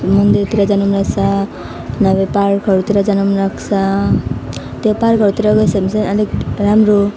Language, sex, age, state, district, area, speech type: Nepali, female, 18-30, West Bengal, Alipurduar, rural, spontaneous